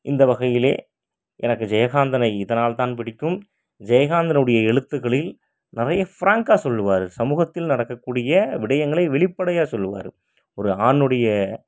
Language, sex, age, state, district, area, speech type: Tamil, male, 30-45, Tamil Nadu, Krishnagiri, rural, spontaneous